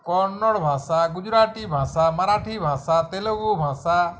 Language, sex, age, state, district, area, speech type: Bengali, male, 45-60, West Bengal, Uttar Dinajpur, rural, spontaneous